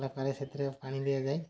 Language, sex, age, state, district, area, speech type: Odia, male, 30-45, Odisha, Mayurbhanj, rural, spontaneous